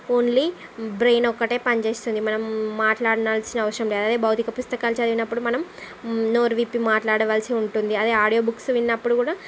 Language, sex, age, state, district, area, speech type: Telugu, female, 30-45, Andhra Pradesh, Srikakulam, urban, spontaneous